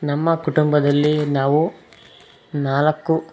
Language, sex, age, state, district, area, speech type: Kannada, male, 18-30, Karnataka, Davanagere, rural, spontaneous